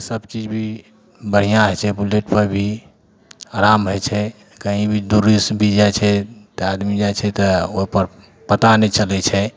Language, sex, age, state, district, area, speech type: Maithili, male, 30-45, Bihar, Madhepura, rural, spontaneous